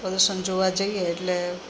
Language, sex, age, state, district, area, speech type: Gujarati, female, 45-60, Gujarat, Rajkot, urban, spontaneous